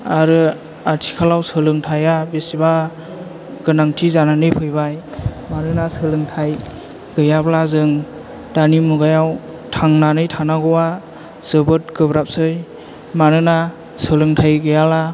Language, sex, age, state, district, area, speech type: Bodo, male, 18-30, Assam, Chirang, urban, spontaneous